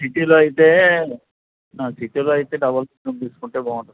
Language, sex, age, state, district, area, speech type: Telugu, male, 60+, Andhra Pradesh, Nandyal, urban, conversation